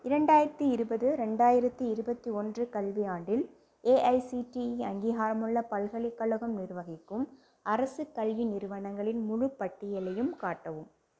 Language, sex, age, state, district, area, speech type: Tamil, female, 45-60, Tamil Nadu, Pudukkottai, urban, read